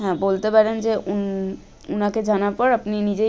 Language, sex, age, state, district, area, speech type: Bengali, female, 18-30, West Bengal, Malda, rural, spontaneous